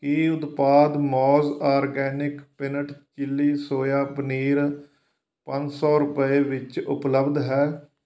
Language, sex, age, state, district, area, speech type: Punjabi, male, 45-60, Punjab, Fatehgarh Sahib, rural, read